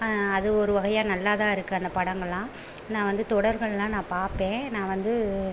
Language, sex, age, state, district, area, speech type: Tamil, female, 30-45, Tamil Nadu, Pudukkottai, rural, spontaneous